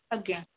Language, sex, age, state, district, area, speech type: Odia, female, 45-60, Odisha, Sundergarh, rural, conversation